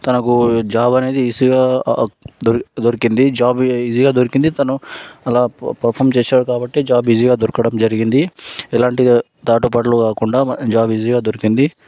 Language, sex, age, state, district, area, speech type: Telugu, male, 18-30, Telangana, Sangareddy, urban, spontaneous